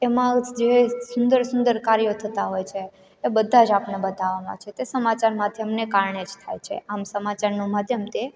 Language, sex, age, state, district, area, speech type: Gujarati, female, 18-30, Gujarat, Amreli, rural, spontaneous